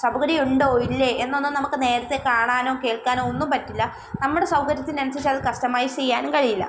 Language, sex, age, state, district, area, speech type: Malayalam, female, 18-30, Kerala, Kollam, rural, spontaneous